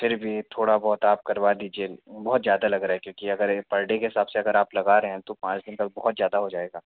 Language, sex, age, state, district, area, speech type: Hindi, male, 60+, Madhya Pradesh, Bhopal, urban, conversation